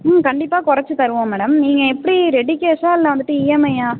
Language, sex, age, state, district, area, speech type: Tamil, female, 18-30, Tamil Nadu, Tiruvarur, rural, conversation